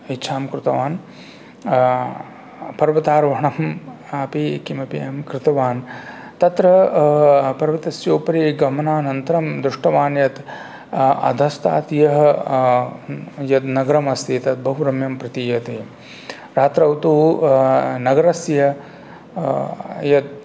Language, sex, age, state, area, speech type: Sanskrit, male, 45-60, Rajasthan, rural, spontaneous